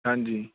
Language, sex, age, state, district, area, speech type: Punjabi, male, 30-45, Punjab, Fazilka, rural, conversation